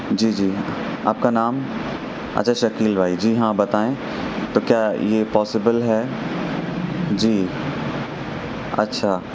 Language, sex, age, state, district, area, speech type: Urdu, male, 18-30, Uttar Pradesh, Mau, urban, spontaneous